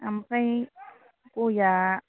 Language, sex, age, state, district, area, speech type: Bodo, female, 45-60, Assam, Chirang, rural, conversation